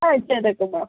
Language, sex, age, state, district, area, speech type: Malayalam, female, 18-30, Kerala, Ernakulam, rural, conversation